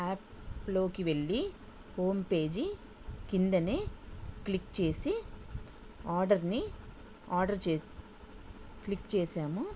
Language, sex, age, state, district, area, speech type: Telugu, female, 45-60, Telangana, Sangareddy, urban, spontaneous